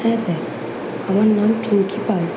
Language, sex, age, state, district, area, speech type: Bengali, female, 18-30, West Bengal, Kolkata, urban, spontaneous